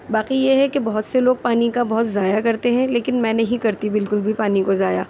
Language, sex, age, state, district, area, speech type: Urdu, female, 30-45, Delhi, Central Delhi, urban, spontaneous